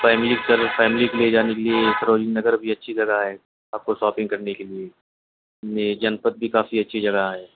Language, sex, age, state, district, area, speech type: Urdu, male, 18-30, Delhi, Central Delhi, urban, conversation